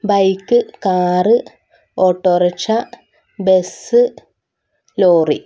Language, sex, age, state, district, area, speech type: Malayalam, female, 45-60, Kerala, Wayanad, rural, spontaneous